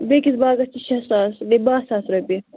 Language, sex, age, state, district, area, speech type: Kashmiri, female, 30-45, Jammu and Kashmir, Anantnag, rural, conversation